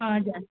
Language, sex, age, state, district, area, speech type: Nepali, female, 18-30, West Bengal, Darjeeling, rural, conversation